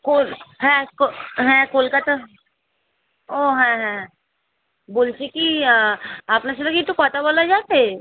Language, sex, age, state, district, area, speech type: Bengali, female, 18-30, West Bengal, Kolkata, urban, conversation